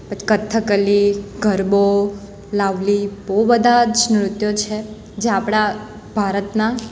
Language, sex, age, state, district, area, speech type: Gujarati, female, 18-30, Gujarat, Surat, rural, spontaneous